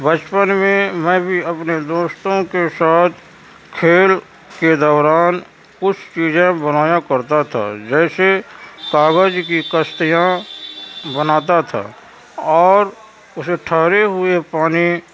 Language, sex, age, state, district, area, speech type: Urdu, male, 30-45, Uttar Pradesh, Gautam Buddha Nagar, rural, spontaneous